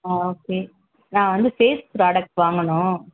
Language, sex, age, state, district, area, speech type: Tamil, female, 30-45, Tamil Nadu, Chengalpattu, urban, conversation